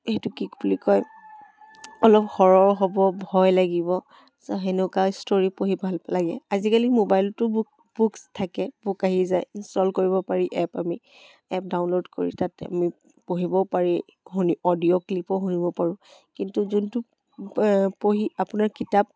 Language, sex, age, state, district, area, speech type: Assamese, female, 18-30, Assam, Charaideo, urban, spontaneous